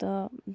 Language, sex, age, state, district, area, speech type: Kashmiri, female, 18-30, Jammu and Kashmir, Kupwara, rural, spontaneous